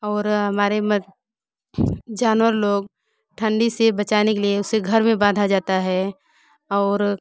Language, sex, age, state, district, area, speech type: Hindi, female, 30-45, Uttar Pradesh, Bhadohi, rural, spontaneous